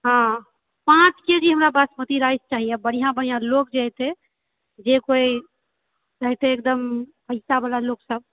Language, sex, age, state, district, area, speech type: Maithili, female, 18-30, Bihar, Purnia, rural, conversation